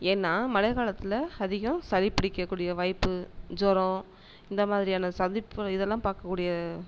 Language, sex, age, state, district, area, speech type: Tamil, female, 30-45, Tamil Nadu, Tiruchirappalli, rural, spontaneous